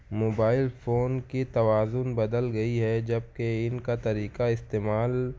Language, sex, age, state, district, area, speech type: Urdu, male, 18-30, Maharashtra, Nashik, urban, spontaneous